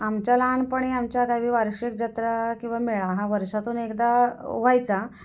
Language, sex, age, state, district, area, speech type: Marathi, female, 45-60, Maharashtra, Kolhapur, rural, spontaneous